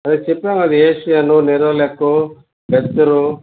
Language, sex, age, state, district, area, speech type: Telugu, male, 60+, Andhra Pradesh, Nellore, rural, conversation